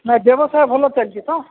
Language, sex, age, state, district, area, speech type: Odia, male, 45-60, Odisha, Nabarangpur, rural, conversation